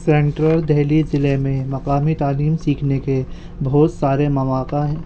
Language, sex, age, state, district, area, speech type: Urdu, male, 18-30, Delhi, Central Delhi, urban, spontaneous